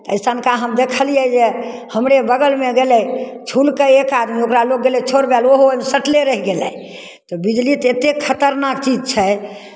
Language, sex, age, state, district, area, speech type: Maithili, female, 60+, Bihar, Begusarai, rural, spontaneous